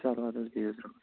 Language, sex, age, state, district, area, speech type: Kashmiri, male, 45-60, Jammu and Kashmir, Ganderbal, urban, conversation